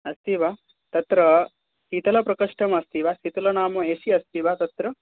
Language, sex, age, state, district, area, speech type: Sanskrit, male, 18-30, West Bengal, Dakshin Dinajpur, rural, conversation